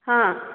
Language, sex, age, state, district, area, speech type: Odia, female, 45-60, Odisha, Dhenkanal, rural, conversation